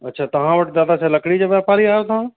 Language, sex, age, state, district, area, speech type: Sindhi, male, 30-45, Uttar Pradesh, Lucknow, rural, conversation